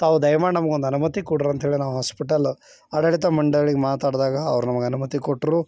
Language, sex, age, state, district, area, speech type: Kannada, male, 30-45, Karnataka, Bidar, urban, spontaneous